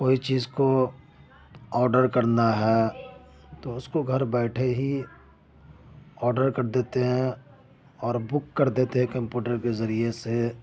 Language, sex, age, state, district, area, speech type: Urdu, male, 30-45, Uttar Pradesh, Ghaziabad, urban, spontaneous